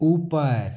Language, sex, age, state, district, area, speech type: Hindi, male, 45-60, Madhya Pradesh, Bhopal, urban, read